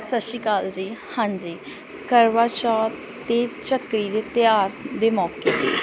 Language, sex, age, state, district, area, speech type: Punjabi, female, 18-30, Punjab, Bathinda, rural, spontaneous